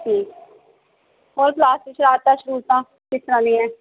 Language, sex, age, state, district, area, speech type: Punjabi, female, 30-45, Punjab, Pathankot, urban, conversation